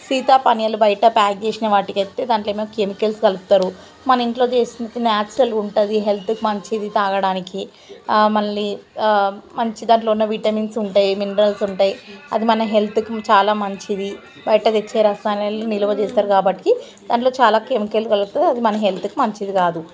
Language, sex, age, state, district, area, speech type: Telugu, female, 30-45, Telangana, Ranga Reddy, rural, spontaneous